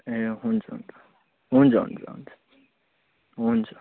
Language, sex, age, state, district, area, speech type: Nepali, male, 30-45, West Bengal, Jalpaiguri, urban, conversation